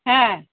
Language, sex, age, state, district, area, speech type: Bengali, female, 45-60, West Bengal, Darjeeling, urban, conversation